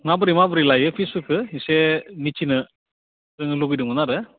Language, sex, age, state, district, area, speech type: Bodo, male, 18-30, Assam, Udalguri, urban, conversation